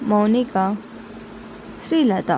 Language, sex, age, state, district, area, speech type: Telugu, female, 45-60, Andhra Pradesh, Visakhapatnam, urban, spontaneous